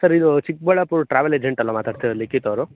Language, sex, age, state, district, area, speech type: Kannada, male, 45-60, Karnataka, Chikkaballapur, urban, conversation